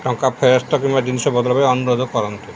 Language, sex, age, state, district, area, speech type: Odia, male, 60+, Odisha, Sundergarh, urban, spontaneous